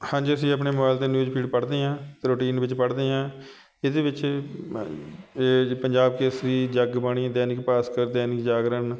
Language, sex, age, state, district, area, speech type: Punjabi, male, 45-60, Punjab, Shaheed Bhagat Singh Nagar, urban, spontaneous